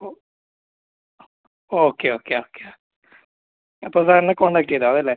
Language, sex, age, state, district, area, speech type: Malayalam, male, 18-30, Kerala, Kasaragod, rural, conversation